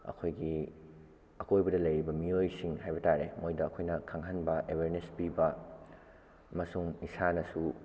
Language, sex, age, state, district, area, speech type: Manipuri, male, 18-30, Manipur, Bishnupur, rural, spontaneous